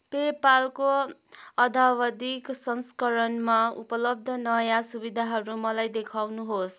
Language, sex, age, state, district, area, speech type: Nepali, female, 18-30, West Bengal, Kalimpong, rural, read